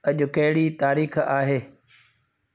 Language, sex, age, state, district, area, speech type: Sindhi, male, 45-60, Gujarat, Junagadh, rural, read